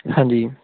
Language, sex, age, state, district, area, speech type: Punjabi, male, 30-45, Punjab, Tarn Taran, rural, conversation